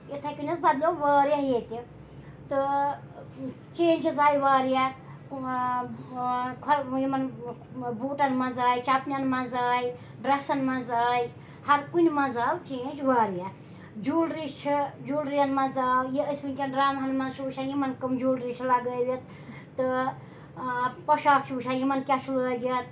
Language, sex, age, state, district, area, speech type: Kashmiri, female, 45-60, Jammu and Kashmir, Srinagar, urban, spontaneous